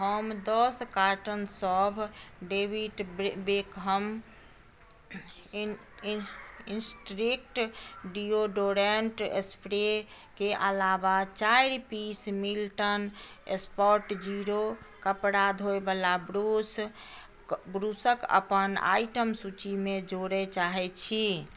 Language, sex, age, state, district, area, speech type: Maithili, female, 60+, Bihar, Madhubani, rural, read